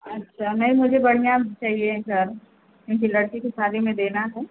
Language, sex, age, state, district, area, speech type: Hindi, female, 45-60, Uttar Pradesh, Azamgarh, rural, conversation